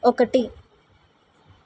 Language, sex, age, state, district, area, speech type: Telugu, female, 18-30, Telangana, Suryapet, urban, read